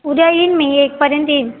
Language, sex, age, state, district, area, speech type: Marathi, female, 18-30, Maharashtra, Mumbai Suburban, urban, conversation